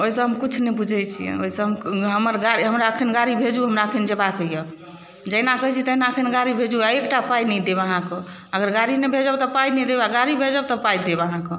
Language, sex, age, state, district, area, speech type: Maithili, female, 30-45, Bihar, Darbhanga, urban, spontaneous